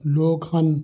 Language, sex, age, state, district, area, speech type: Punjabi, male, 60+, Punjab, Amritsar, urban, spontaneous